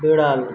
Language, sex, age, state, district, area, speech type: Bengali, male, 18-30, West Bengal, Paschim Medinipur, rural, read